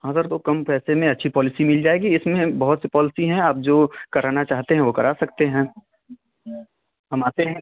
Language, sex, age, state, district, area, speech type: Hindi, male, 18-30, Uttar Pradesh, Chandauli, rural, conversation